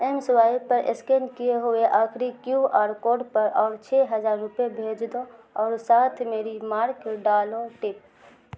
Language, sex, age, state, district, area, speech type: Urdu, female, 30-45, Bihar, Supaul, rural, read